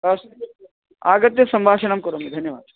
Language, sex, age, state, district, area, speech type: Sanskrit, male, 30-45, Karnataka, Vijayapura, urban, conversation